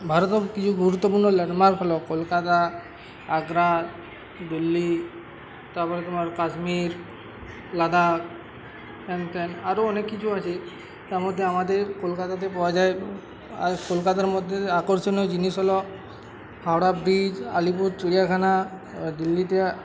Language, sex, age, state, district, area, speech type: Bengali, male, 18-30, West Bengal, Uttar Dinajpur, rural, spontaneous